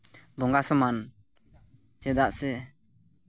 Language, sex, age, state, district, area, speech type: Santali, male, 30-45, West Bengal, Purulia, rural, spontaneous